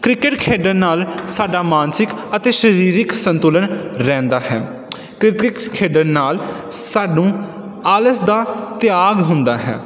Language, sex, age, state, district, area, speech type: Punjabi, male, 18-30, Punjab, Pathankot, rural, spontaneous